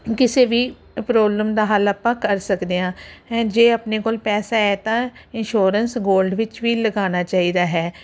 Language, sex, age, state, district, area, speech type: Punjabi, female, 45-60, Punjab, Ludhiana, urban, spontaneous